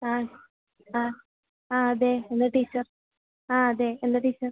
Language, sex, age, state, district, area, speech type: Malayalam, female, 18-30, Kerala, Kasaragod, urban, conversation